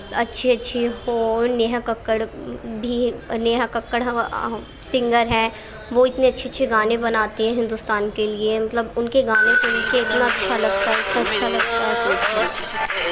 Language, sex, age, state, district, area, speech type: Urdu, female, 18-30, Uttar Pradesh, Gautam Buddha Nagar, urban, spontaneous